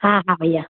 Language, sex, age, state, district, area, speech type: Sindhi, female, 30-45, Gujarat, Kutch, rural, conversation